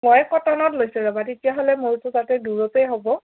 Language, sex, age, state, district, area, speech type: Assamese, female, 30-45, Assam, Dhemaji, urban, conversation